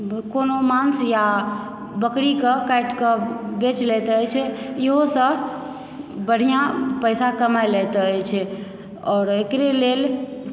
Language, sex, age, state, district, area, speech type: Maithili, female, 45-60, Bihar, Supaul, urban, spontaneous